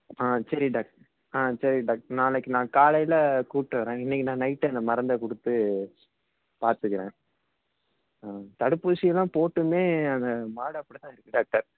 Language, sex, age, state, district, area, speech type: Tamil, male, 18-30, Tamil Nadu, Thanjavur, rural, conversation